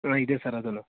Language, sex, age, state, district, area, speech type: Kannada, male, 18-30, Karnataka, Mandya, rural, conversation